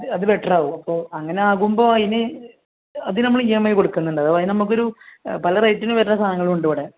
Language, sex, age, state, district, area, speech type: Malayalam, male, 30-45, Kerala, Malappuram, rural, conversation